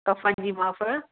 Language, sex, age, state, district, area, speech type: Sindhi, female, 45-60, Maharashtra, Thane, urban, conversation